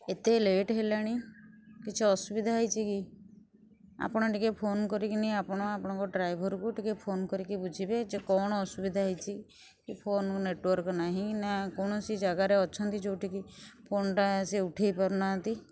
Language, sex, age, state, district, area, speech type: Odia, female, 60+, Odisha, Kendujhar, urban, spontaneous